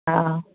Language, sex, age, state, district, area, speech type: Maithili, female, 45-60, Bihar, Darbhanga, urban, conversation